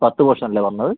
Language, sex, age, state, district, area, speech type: Malayalam, male, 18-30, Kerala, Wayanad, rural, conversation